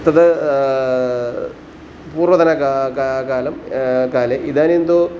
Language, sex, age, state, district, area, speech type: Sanskrit, male, 45-60, Kerala, Kottayam, rural, spontaneous